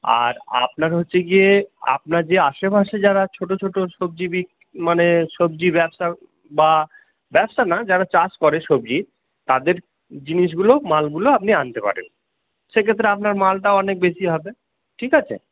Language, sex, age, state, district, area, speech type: Bengali, male, 60+, West Bengal, Purba Bardhaman, rural, conversation